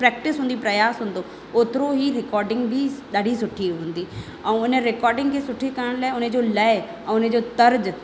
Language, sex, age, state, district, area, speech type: Sindhi, female, 18-30, Madhya Pradesh, Katni, rural, spontaneous